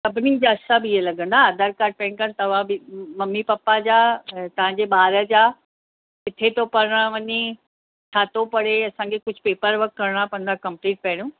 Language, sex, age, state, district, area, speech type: Sindhi, female, 45-60, Maharashtra, Mumbai Suburban, urban, conversation